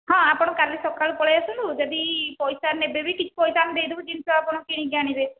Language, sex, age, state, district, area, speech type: Odia, female, 45-60, Odisha, Khordha, rural, conversation